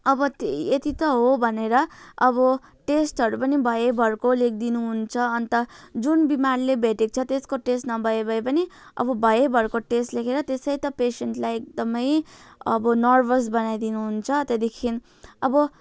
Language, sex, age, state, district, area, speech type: Nepali, female, 18-30, West Bengal, Jalpaiguri, rural, spontaneous